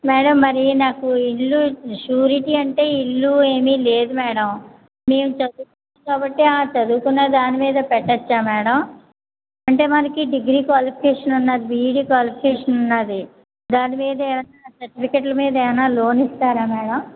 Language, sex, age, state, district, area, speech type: Telugu, female, 45-60, Andhra Pradesh, Anakapalli, rural, conversation